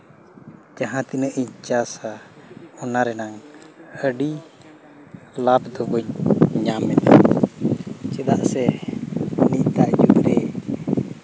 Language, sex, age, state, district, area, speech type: Santali, male, 30-45, Jharkhand, East Singhbhum, rural, spontaneous